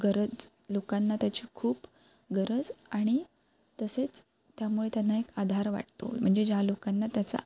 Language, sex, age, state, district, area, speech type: Marathi, female, 18-30, Maharashtra, Ratnagiri, rural, spontaneous